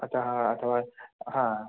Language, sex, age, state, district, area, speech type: Sanskrit, male, 18-30, Karnataka, Uttara Kannada, rural, conversation